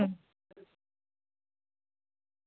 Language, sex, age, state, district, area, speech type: Assamese, female, 45-60, Assam, Sivasagar, urban, conversation